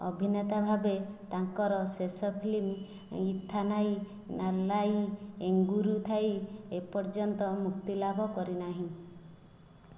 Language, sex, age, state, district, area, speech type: Odia, female, 45-60, Odisha, Jajpur, rural, read